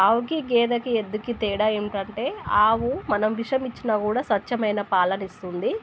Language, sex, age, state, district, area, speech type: Telugu, female, 30-45, Telangana, Warangal, rural, spontaneous